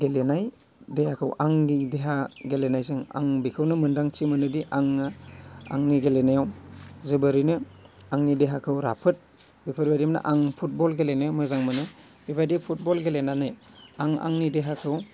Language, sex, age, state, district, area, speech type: Bodo, male, 18-30, Assam, Baksa, rural, spontaneous